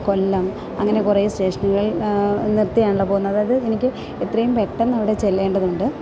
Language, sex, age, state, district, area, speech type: Malayalam, female, 45-60, Kerala, Kottayam, rural, spontaneous